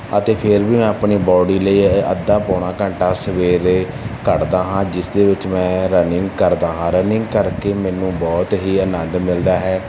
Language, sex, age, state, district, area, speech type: Punjabi, male, 30-45, Punjab, Barnala, rural, spontaneous